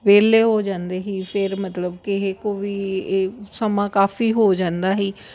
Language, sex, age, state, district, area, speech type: Punjabi, female, 30-45, Punjab, Tarn Taran, urban, spontaneous